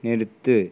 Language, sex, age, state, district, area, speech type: Tamil, male, 60+, Tamil Nadu, Erode, urban, read